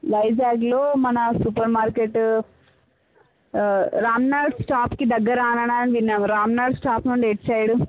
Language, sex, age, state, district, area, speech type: Telugu, female, 45-60, Andhra Pradesh, Visakhapatnam, urban, conversation